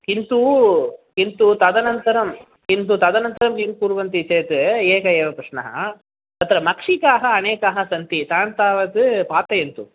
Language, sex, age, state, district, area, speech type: Sanskrit, male, 18-30, Tamil Nadu, Chennai, urban, conversation